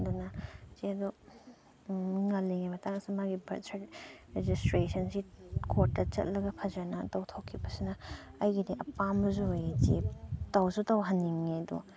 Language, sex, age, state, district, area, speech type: Manipuri, female, 18-30, Manipur, Chandel, rural, spontaneous